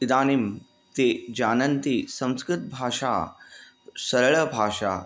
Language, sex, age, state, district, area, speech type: Sanskrit, male, 45-60, Karnataka, Bidar, urban, spontaneous